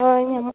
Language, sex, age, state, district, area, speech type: Santali, female, 18-30, Jharkhand, Seraikela Kharsawan, rural, conversation